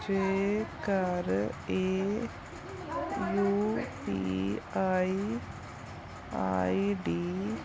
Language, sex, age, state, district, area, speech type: Punjabi, female, 30-45, Punjab, Mansa, urban, read